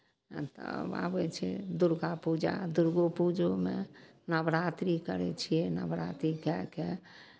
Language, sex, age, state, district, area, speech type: Maithili, female, 60+, Bihar, Madhepura, urban, spontaneous